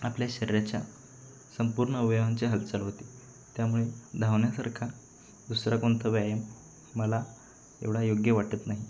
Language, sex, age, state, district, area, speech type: Marathi, male, 18-30, Maharashtra, Sangli, urban, spontaneous